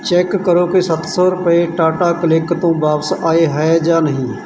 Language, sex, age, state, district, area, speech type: Punjabi, male, 45-60, Punjab, Mansa, rural, read